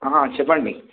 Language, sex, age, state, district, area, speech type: Telugu, male, 18-30, Telangana, Kamareddy, urban, conversation